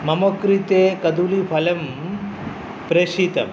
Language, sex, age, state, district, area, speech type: Sanskrit, male, 30-45, West Bengal, North 24 Parganas, urban, spontaneous